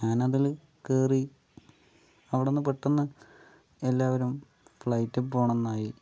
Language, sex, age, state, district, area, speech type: Malayalam, male, 18-30, Kerala, Palakkad, urban, spontaneous